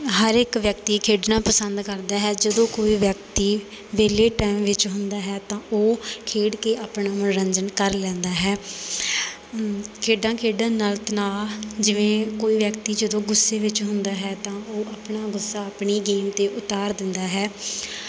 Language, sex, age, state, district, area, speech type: Punjabi, female, 18-30, Punjab, Bathinda, rural, spontaneous